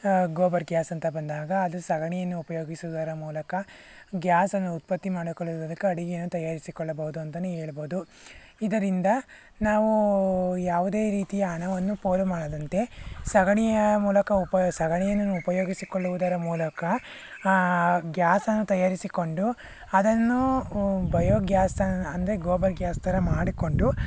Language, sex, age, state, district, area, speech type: Kannada, male, 45-60, Karnataka, Tumkur, rural, spontaneous